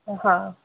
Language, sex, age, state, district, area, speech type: Sindhi, female, 30-45, Gujarat, Junagadh, urban, conversation